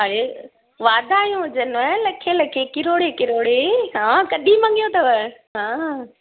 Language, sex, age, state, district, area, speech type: Sindhi, female, 45-60, Gujarat, Surat, urban, conversation